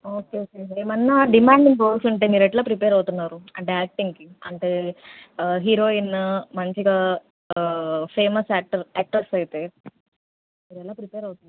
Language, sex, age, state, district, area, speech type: Telugu, female, 30-45, Andhra Pradesh, Nellore, urban, conversation